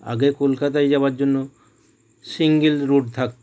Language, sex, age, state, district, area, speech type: Bengali, male, 45-60, West Bengal, Howrah, urban, spontaneous